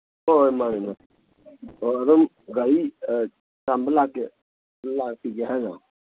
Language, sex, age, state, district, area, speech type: Manipuri, male, 60+, Manipur, Imphal East, rural, conversation